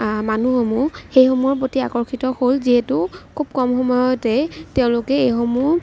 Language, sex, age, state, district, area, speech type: Assamese, female, 18-30, Assam, Kamrup Metropolitan, urban, spontaneous